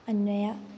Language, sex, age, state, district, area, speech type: Sanskrit, female, 18-30, Kerala, Kannur, rural, spontaneous